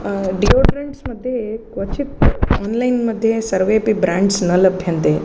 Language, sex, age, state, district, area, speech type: Sanskrit, female, 30-45, Tamil Nadu, Chennai, urban, spontaneous